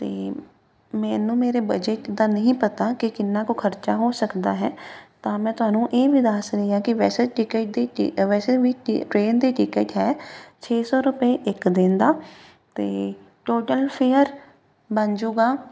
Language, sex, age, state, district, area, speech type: Punjabi, female, 18-30, Punjab, Fazilka, rural, spontaneous